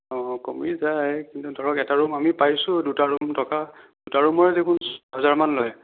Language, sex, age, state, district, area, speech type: Assamese, female, 18-30, Assam, Sonitpur, rural, conversation